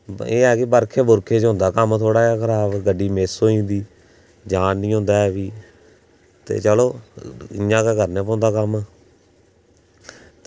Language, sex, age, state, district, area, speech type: Dogri, male, 18-30, Jammu and Kashmir, Samba, rural, spontaneous